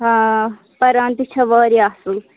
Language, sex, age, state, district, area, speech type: Kashmiri, female, 18-30, Jammu and Kashmir, Budgam, rural, conversation